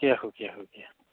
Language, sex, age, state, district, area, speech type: Assamese, male, 45-60, Assam, Majuli, urban, conversation